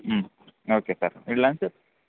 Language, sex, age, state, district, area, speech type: Kannada, male, 18-30, Karnataka, Bellary, rural, conversation